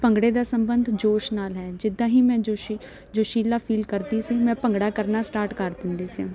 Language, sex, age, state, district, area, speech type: Punjabi, female, 18-30, Punjab, Jalandhar, urban, spontaneous